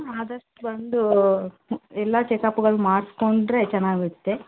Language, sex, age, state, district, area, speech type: Kannada, female, 30-45, Karnataka, Tumkur, rural, conversation